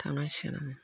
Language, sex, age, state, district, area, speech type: Bodo, female, 60+, Assam, Udalguri, rural, spontaneous